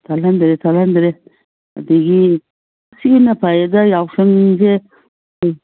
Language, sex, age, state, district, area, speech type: Manipuri, female, 45-60, Manipur, Kangpokpi, urban, conversation